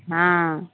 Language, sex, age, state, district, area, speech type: Maithili, female, 45-60, Bihar, Madhepura, rural, conversation